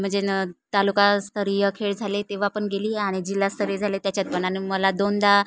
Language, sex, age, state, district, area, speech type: Marathi, female, 30-45, Maharashtra, Nagpur, rural, spontaneous